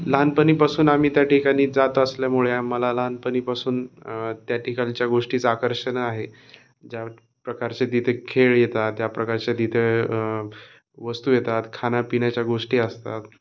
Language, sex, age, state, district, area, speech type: Marathi, male, 30-45, Maharashtra, Osmanabad, rural, spontaneous